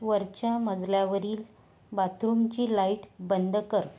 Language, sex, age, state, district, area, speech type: Marathi, female, 30-45, Maharashtra, Yavatmal, urban, read